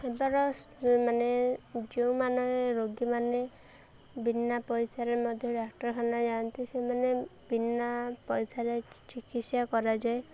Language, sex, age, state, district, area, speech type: Odia, female, 18-30, Odisha, Koraput, urban, spontaneous